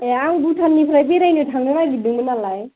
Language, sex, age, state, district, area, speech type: Bodo, female, 18-30, Assam, Kokrajhar, rural, conversation